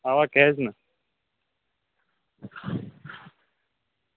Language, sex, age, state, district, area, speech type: Kashmiri, male, 18-30, Jammu and Kashmir, Shopian, urban, conversation